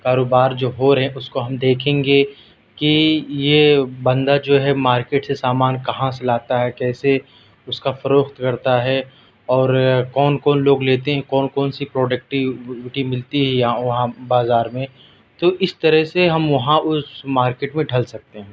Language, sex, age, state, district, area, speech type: Urdu, male, 18-30, Delhi, South Delhi, urban, spontaneous